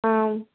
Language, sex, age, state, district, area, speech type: Tamil, female, 60+, Tamil Nadu, Dharmapuri, urban, conversation